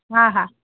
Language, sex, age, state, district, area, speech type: Sindhi, female, 18-30, Gujarat, Junagadh, rural, conversation